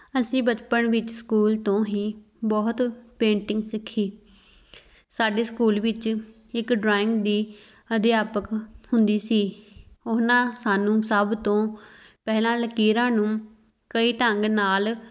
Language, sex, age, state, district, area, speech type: Punjabi, female, 18-30, Punjab, Tarn Taran, rural, spontaneous